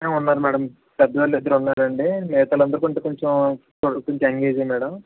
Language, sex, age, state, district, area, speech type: Telugu, male, 18-30, Andhra Pradesh, Kakinada, rural, conversation